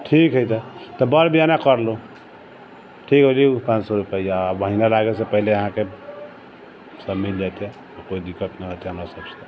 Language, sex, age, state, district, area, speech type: Maithili, male, 45-60, Bihar, Sitamarhi, rural, spontaneous